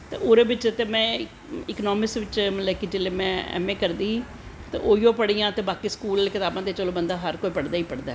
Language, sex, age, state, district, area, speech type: Dogri, female, 45-60, Jammu and Kashmir, Jammu, urban, spontaneous